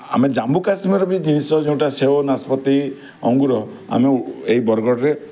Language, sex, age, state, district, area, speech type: Odia, male, 45-60, Odisha, Bargarh, urban, spontaneous